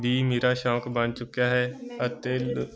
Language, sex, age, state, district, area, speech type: Punjabi, male, 18-30, Punjab, Moga, rural, spontaneous